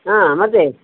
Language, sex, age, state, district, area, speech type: Kannada, male, 45-60, Karnataka, Dakshina Kannada, rural, conversation